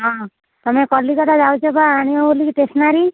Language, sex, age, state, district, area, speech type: Odia, female, 60+, Odisha, Jharsuguda, rural, conversation